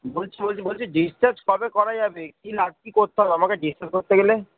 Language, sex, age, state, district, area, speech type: Bengali, male, 45-60, West Bengal, Hooghly, rural, conversation